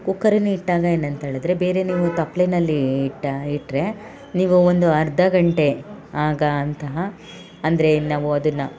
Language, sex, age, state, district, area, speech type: Kannada, female, 45-60, Karnataka, Hassan, urban, spontaneous